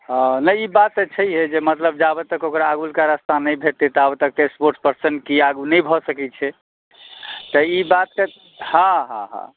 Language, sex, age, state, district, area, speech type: Maithili, male, 30-45, Bihar, Madhubani, rural, conversation